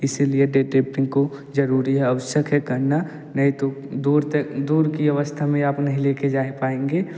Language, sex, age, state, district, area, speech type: Hindi, male, 18-30, Uttar Pradesh, Jaunpur, urban, spontaneous